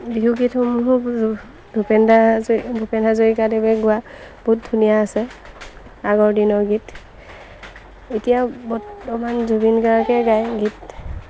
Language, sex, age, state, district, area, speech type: Assamese, female, 30-45, Assam, Lakhimpur, rural, spontaneous